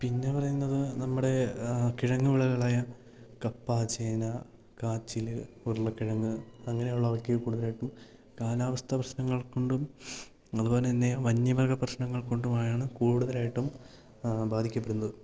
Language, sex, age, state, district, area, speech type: Malayalam, male, 18-30, Kerala, Idukki, rural, spontaneous